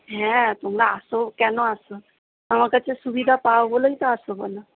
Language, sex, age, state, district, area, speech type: Bengali, female, 45-60, West Bengal, Purba Bardhaman, rural, conversation